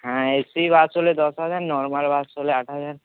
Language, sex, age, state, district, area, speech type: Bengali, male, 18-30, West Bengal, Uttar Dinajpur, rural, conversation